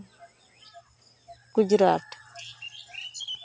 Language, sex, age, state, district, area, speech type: Santali, female, 30-45, West Bengal, Jhargram, rural, spontaneous